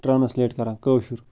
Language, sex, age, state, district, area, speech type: Kashmiri, male, 30-45, Jammu and Kashmir, Bandipora, rural, spontaneous